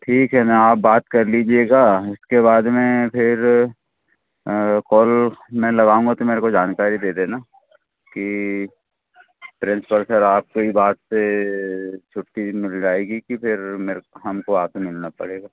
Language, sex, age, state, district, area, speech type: Hindi, male, 30-45, Madhya Pradesh, Seoni, urban, conversation